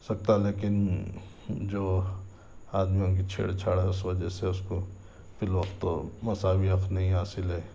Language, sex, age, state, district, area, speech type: Urdu, male, 45-60, Telangana, Hyderabad, urban, spontaneous